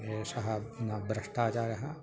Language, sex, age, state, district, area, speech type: Sanskrit, male, 45-60, Kerala, Thrissur, urban, spontaneous